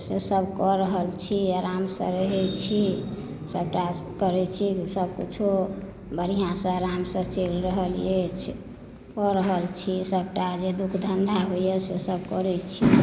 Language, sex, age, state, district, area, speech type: Maithili, female, 45-60, Bihar, Madhubani, rural, spontaneous